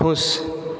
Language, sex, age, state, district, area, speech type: Maithili, male, 18-30, Bihar, Purnia, rural, read